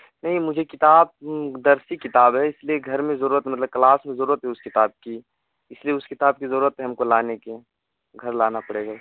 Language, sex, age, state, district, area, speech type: Urdu, male, 18-30, Bihar, Purnia, rural, conversation